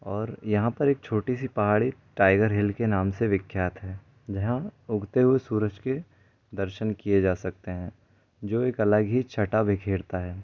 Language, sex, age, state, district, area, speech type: Hindi, male, 18-30, Madhya Pradesh, Bhopal, urban, spontaneous